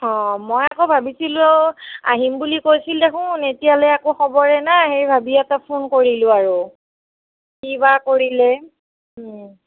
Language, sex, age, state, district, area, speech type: Assamese, female, 45-60, Assam, Nagaon, rural, conversation